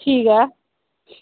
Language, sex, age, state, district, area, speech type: Dogri, female, 30-45, Jammu and Kashmir, Udhampur, urban, conversation